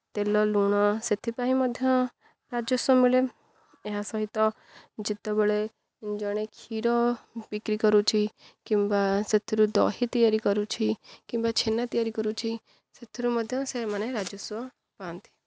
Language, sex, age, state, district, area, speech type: Odia, female, 18-30, Odisha, Jagatsinghpur, rural, spontaneous